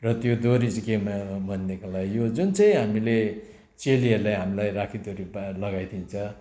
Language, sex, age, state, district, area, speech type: Nepali, male, 60+, West Bengal, Kalimpong, rural, spontaneous